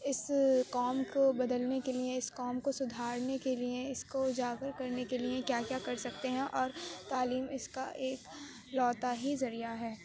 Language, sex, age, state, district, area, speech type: Urdu, female, 18-30, Uttar Pradesh, Aligarh, urban, spontaneous